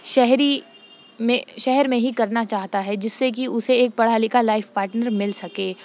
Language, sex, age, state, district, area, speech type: Urdu, female, 18-30, Uttar Pradesh, Shahjahanpur, rural, spontaneous